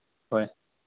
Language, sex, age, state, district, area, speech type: Manipuri, male, 18-30, Manipur, Senapati, rural, conversation